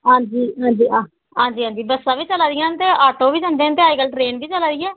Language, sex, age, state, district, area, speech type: Dogri, female, 30-45, Jammu and Kashmir, Jammu, rural, conversation